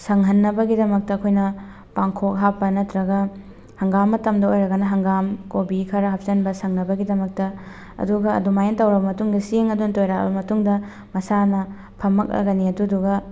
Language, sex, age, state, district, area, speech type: Manipuri, female, 18-30, Manipur, Thoubal, urban, spontaneous